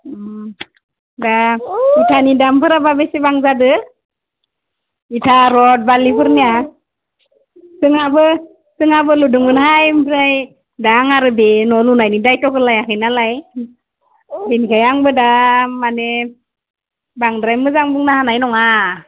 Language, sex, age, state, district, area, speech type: Bodo, female, 30-45, Assam, Udalguri, rural, conversation